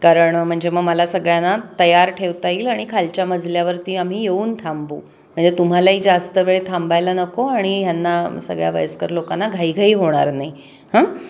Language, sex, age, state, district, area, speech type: Marathi, female, 45-60, Maharashtra, Pune, urban, spontaneous